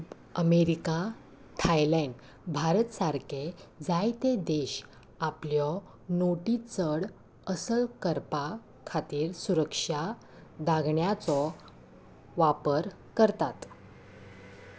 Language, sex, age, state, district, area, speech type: Goan Konkani, female, 18-30, Goa, Salcete, urban, read